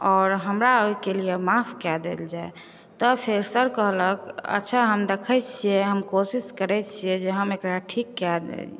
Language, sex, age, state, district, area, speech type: Maithili, female, 18-30, Bihar, Supaul, rural, spontaneous